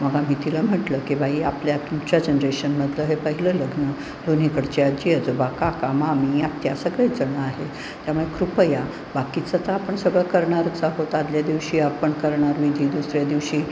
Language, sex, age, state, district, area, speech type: Marathi, female, 60+, Maharashtra, Pune, urban, spontaneous